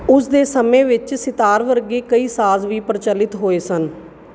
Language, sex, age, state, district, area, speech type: Punjabi, female, 30-45, Punjab, Bathinda, urban, read